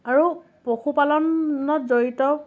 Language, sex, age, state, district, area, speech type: Assamese, female, 30-45, Assam, Lakhimpur, rural, spontaneous